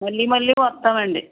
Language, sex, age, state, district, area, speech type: Telugu, female, 60+, Andhra Pradesh, West Godavari, rural, conversation